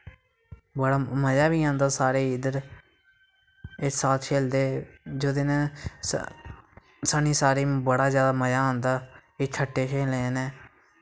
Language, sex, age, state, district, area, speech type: Dogri, male, 18-30, Jammu and Kashmir, Samba, rural, spontaneous